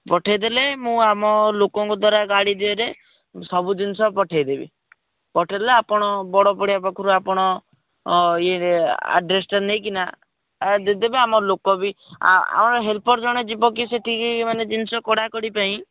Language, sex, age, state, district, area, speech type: Odia, male, 18-30, Odisha, Jagatsinghpur, rural, conversation